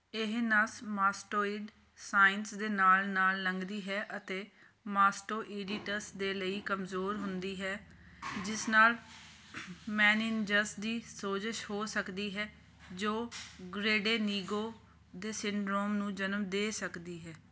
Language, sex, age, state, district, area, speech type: Punjabi, female, 30-45, Punjab, Shaheed Bhagat Singh Nagar, urban, read